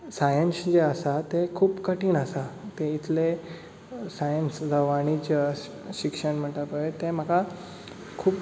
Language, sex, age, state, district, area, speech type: Goan Konkani, male, 18-30, Goa, Bardez, urban, spontaneous